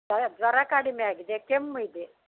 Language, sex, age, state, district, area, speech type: Kannada, female, 60+, Karnataka, Udupi, urban, conversation